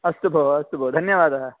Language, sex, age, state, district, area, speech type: Sanskrit, male, 18-30, Karnataka, Gadag, rural, conversation